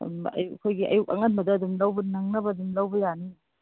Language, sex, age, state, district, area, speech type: Manipuri, female, 45-60, Manipur, Imphal East, rural, conversation